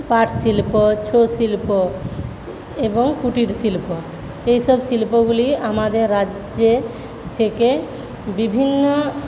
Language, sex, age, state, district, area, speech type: Bengali, female, 45-60, West Bengal, Paschim Medinipur, rural, spontaneous